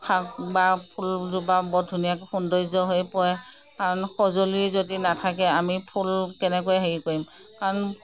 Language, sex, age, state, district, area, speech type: Assamese, female, 60+, Assam, Morigaon, rural, spontaneous